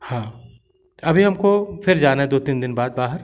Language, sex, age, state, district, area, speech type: Hindi, male, 45-60, Madhya Pradesh, Jabalpur, urban, spontaneous